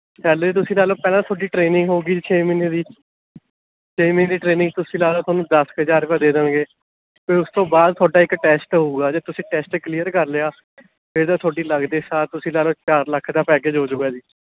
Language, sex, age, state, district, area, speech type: Punjabi, male, 18-30, Punjab, Mohali, urban, conversation